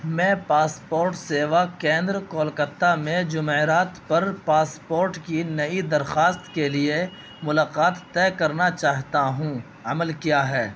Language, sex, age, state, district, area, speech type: Urdu, male, 18-30, Uttar Pradesh, Saharanpur, urban, read